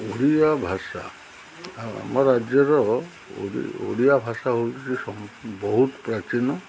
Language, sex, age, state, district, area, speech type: Odia, male, 45-60, Odisha, Jagatsinghpur, urban, spontaneous